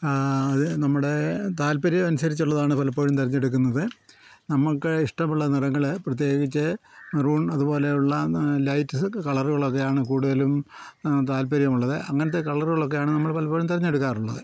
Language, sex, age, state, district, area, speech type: Malayalam, male, 60+, Kerala, Pathanamthitta, rural, spontaneous